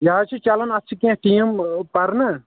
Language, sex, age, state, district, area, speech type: Kashmiri, male, 30-45, Jammu and Kashmir, Kulgam, urban, conversation